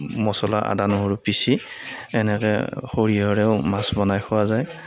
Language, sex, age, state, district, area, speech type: Assamese, male, 45-60, Assam, Darrang, rural, spontaneous